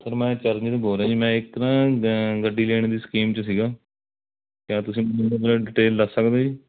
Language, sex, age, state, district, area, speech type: Punjabi, male, 30-45, Punjab, Mohali, rural, conversation